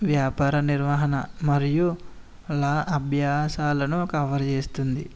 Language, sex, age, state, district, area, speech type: Telugu, male, 18-30, Andhra Pradesh, East Godavari, rural, spontaneous